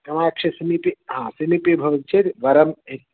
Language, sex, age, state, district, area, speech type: Sanskrit, male, 45-60, Karnataka, Shimoga, rural, conversation